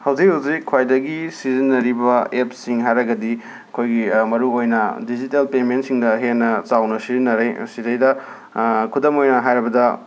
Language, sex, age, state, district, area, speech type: Manipuri, male, 18-30, Manipur, Imphal West, urban, spontaneous